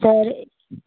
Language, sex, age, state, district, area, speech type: Marathi, female, 18-30, Maharashtra, Nagpur, urban, conversation